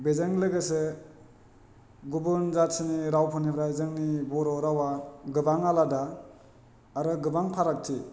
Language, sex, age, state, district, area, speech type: Bodo, male, 30-45, Assam, Chirang, urban, spontaneous